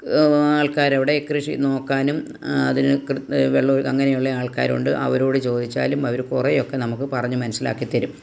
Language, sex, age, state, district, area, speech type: Malayalam, female, 60+, Kerala, Kottayam, rural, spontaneous